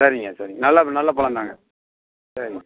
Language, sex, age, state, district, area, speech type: Tamil, male, 45-60, Tamil Nadu, Perambalur, rural, conversation